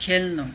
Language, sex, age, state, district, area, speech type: Nepali, male, 18-30, West Bengal, Darjeeling, rural, read